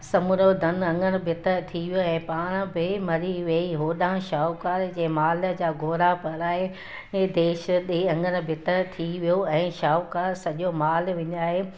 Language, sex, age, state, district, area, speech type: Sindhi, female, 60+, Gujarat, Junagadh, urban, spontaneous